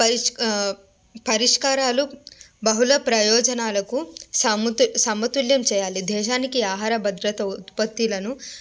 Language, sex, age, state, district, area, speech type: Telugu, female, 30-45, Telangana, Hyderabad, rural, spontaneous